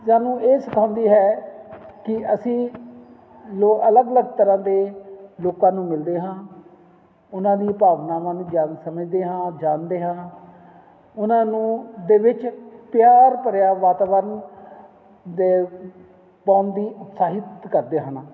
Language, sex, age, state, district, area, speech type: Punjabi, male, 45-60, Punjab, Jalandhar, urban, spontaneous